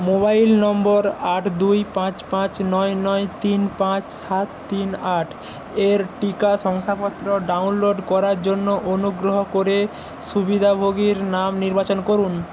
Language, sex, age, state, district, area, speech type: Bengali, male, 18-30, West Bengal, Paschim Medinipur, rural, read